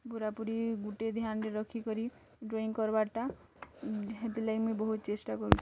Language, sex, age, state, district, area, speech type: Odia, female, 18-30, Odisha, Bargarh, rural, spontaneous